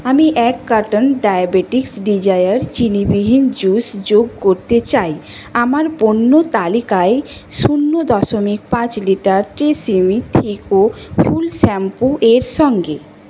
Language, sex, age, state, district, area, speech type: Bengali, female, 45-60, West Bengal, Nadia, rural, read